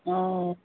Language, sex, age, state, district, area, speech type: Assamese, female, 60+, Assam, Golaghat, rural, conversation